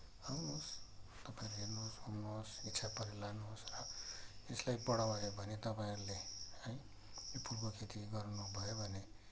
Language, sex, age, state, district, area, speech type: Nepali, male, 60+, West Bengal, Kalimpong, rural, spontaneous